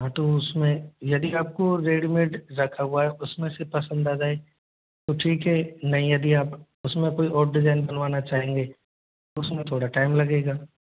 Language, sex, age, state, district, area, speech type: Hindi, male, 45-60, Rajasthan, Jodhpur, urban, conversation